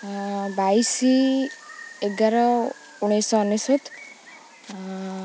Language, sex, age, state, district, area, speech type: Odia, female, 18-30, Odisha, Jagatsinghpur, rural, spontaneous